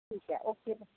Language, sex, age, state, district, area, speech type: Punjabi, female, 30-45, Punjab, Mansa, urban, conversation